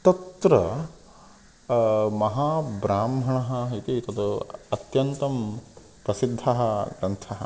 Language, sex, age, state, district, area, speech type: Sanskrit, male, 30-45, Karnataka, Uttara Kannada, rural, spontaneous